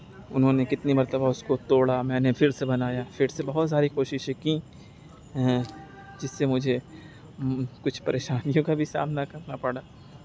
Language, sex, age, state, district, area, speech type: Urdu, male, 45-60, Uttar Pradesh, Aligarh, urban, spontaneous